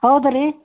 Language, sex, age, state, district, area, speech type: Kannada, female, 60+, Karnataka, Gadag, rural, conversation